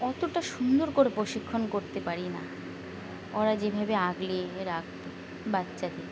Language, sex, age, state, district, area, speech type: Bengali, female, 45-60, West Bengal, Birbhum, urban, spontaneous